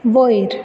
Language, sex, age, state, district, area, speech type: Goan Konkani, female, 18-30, Goa, Bardez, urban, read